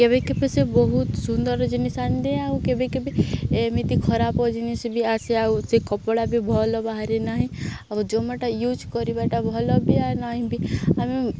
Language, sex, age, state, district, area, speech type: Odia, female, 18-30, Odisha, Nuapada, urban, spontaneous